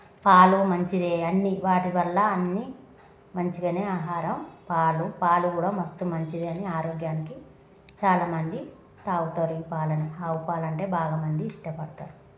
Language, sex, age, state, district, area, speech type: Telugu, female, 30-45, Telangana, Jagtial, rural, spontaneous